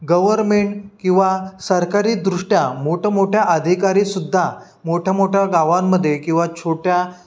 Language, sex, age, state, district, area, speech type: Marathi, male, 18-30, Maharashtra, Ratnagiri, rural, spontaneous